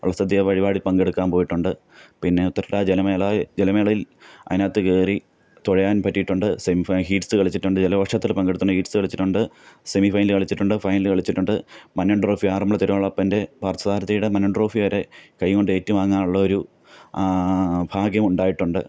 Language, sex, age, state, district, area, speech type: Malayalam, male, 30-45, Kerala, Pathanamthitta, rural, spontaneous